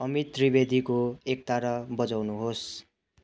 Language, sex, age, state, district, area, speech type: Nepali, male, 18-30, West Bengal, Darjeeling, rural, read